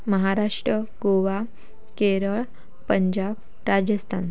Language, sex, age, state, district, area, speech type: Marathi, female, 18-30, Maharashtra, Sindhudurg, rural, spontaneous